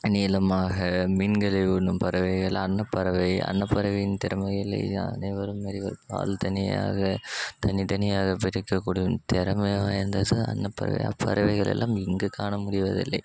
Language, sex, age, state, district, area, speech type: Tamil, male, 18-30, Tamil Nadu, Tiruvannamalai, rural, spontaneous